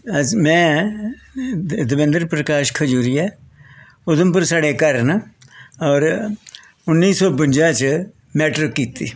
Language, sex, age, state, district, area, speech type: Dogri, male, 60+, Jammu and Kashmir, Jammu, urban, spontaneous